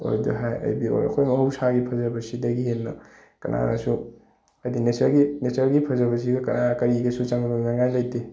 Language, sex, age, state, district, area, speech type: Manipuri, male, 18-30, Manipur, Bishnupur, rural, spontaneous